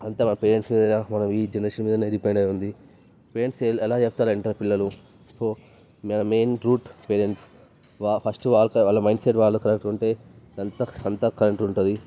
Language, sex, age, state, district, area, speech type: Telugu, male, 18-30, Telangana, Vikarabad, urban, spontaneous